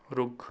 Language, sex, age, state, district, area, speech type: Punjabi, male, 18-30, Punjab, Rupnagar, urban, read